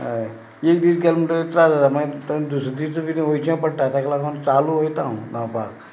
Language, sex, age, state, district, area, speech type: Goan Konkani, male, 45-60, Goa, Canacona, rural, spontaneous